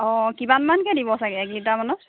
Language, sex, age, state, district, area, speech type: Assamese, female, 30-45, Assam, Lakhimpur, rural, conversation